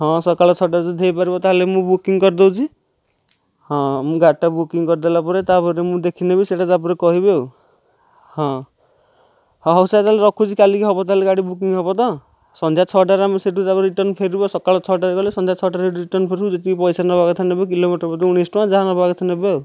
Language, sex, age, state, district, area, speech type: Odia, male, 18-30, Odisha, Nayagarh, rural, spontaneous